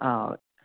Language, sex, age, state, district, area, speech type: Malayalam, male, 18-30, Kerala, Idukki, rural, conversation